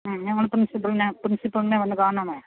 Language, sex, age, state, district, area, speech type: Malayalam, female, 45-60, Kerala, Pathanamthitta, rural, conversation